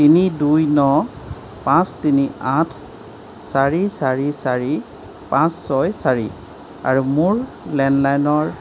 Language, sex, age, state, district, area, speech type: Assamese, male, 30-45, Assam, Golaghat, rural, read